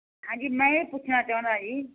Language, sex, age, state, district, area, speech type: Punjabi, female, 45-60, Punjab, Firozpur, rural, conversation